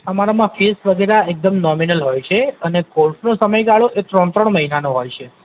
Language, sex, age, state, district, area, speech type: Gujarati, male, 18-30, Gujarat, Ahmedabad, urban, conversation